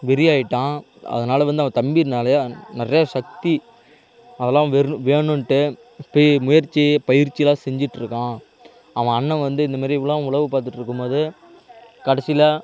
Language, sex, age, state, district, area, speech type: Tamil, male, 18-30, Tamil Nadu, Kallakurichi, urban, spontaneous